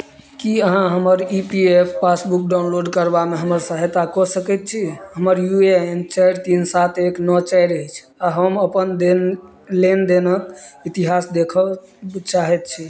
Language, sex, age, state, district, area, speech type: Maithili, male, 30-45, Bihar, Madhubani, rural, read